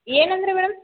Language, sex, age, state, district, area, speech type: Kannada, female, 60+, Karnataka, Belgaum, urban, conversation